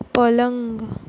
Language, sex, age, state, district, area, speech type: Marathi, female, 45-60, Maharashtra, Yavatmal, urban, read